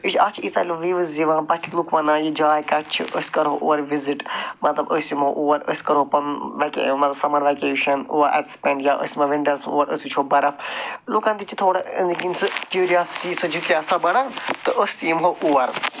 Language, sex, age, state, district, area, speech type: Kashmiri, male, 45-60, Jammu and Kashmir, Budgam, urban, spontaneous